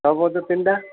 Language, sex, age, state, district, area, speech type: Odia, male, 60+, Odisha, Gajapati, rural, conversation